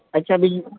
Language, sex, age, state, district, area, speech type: Gujarati, male, 45-60, Gujarat, Ahmedabad, urban, conversation